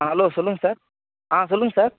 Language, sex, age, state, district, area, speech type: Tamil, male, 18-30, Tamil Nadu, Tiruvannamalai, rural, conversation